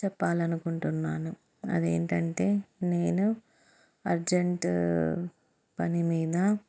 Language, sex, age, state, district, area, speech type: Telugu, female, 30-45, Andhra Pradesh, Anantapur, urban, spontaneous